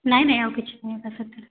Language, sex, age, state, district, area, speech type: Odia, female, 18-30, Odisha, Bargarh, urban, conversation